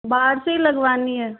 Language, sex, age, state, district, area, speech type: Hindi, female, 30-45, Rajasthan, Jaipur, urban, conversation